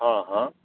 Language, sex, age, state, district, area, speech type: Maithili, male, 45-60, Bihar, Darbhanga, urban, conversation